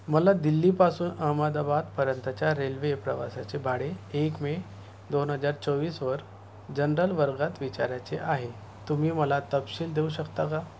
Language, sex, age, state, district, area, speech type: Marathi, male, 30-45, Maharashtra, Nagpur, urban, read